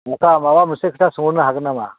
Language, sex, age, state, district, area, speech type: Bodo, other, 60+, Assam, Chirang, rural, conversation